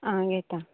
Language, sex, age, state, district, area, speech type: Goan Konkani, female, 18-30, Goa, Canacona, rural, conversation